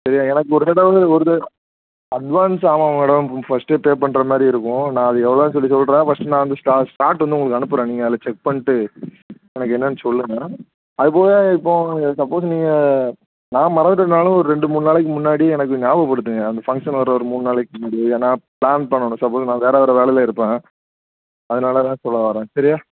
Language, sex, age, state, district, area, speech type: Tamil, male, 30-45, Tamil Nadu, Thoothukudi, urban, conversation